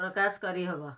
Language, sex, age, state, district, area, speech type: Odia, female, 60+, Odisha, Kendrapara, urban, spontaneous